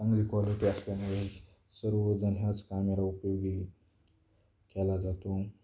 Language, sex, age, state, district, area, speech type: Marathi, male, 18-30, Maharashtra, Beed, rural, spontaneous